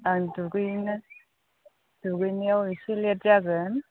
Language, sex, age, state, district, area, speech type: Bodo, female, 30-45, Assam, Chirang, rural, conversation